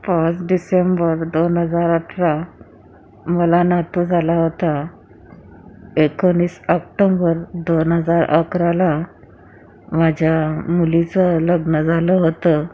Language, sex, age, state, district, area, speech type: Marathi, female, 45-60, Maharashtra, Akola, urban, spontaneous